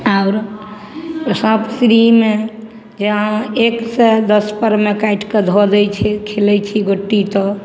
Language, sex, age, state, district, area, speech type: Maithili, female, 45-60, Bihar, Samastipur, urban, spontaneous